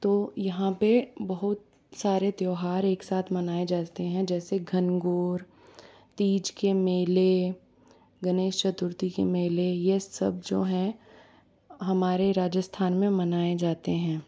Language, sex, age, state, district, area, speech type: Hindi, female, 18-30, Rajasthan, Jaipur, urban, spontaneous